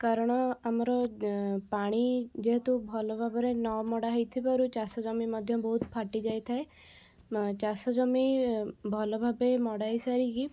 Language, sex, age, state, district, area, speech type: Odia, female, 18-30, Odisha, Cuttack, urban, spontaneous